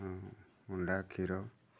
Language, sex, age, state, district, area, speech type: Odia, male, 30-45, Odisha, Kendujhar, urban, spontaneous